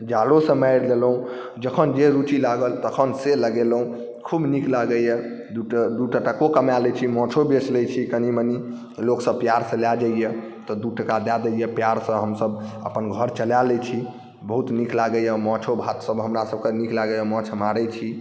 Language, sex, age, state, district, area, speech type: Maithili, male, 18-30, Bihar, Saharsa, rural, spontaneous